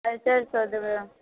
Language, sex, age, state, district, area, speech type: Maithili, female, 45-60, Bihar, Madhubani, rural, conversation